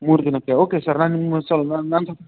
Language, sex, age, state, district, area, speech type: Kannada, male, 18-30, Karnataka, Bellary, rural, conversation